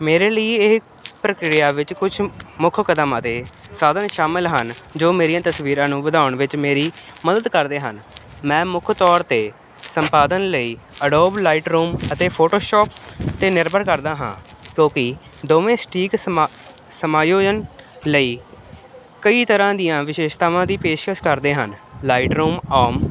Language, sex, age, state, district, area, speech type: Punjabi, male, 18-30, Punjab, Ludhiana, urban, spontaneous